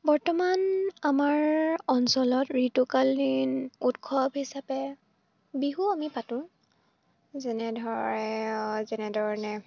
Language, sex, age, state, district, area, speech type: Assamese, female, 18-30, Assam, Charaideo, rural, spontaneous